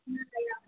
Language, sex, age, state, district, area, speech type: Telugu, female, 18-30, Andhra Pradesh, Eluru, rural, conversation